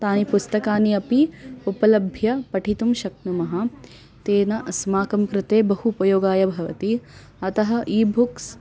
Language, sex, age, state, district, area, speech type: Sanskrit, female, 18-30, Karnataka, Davanagere, urban, spontaneous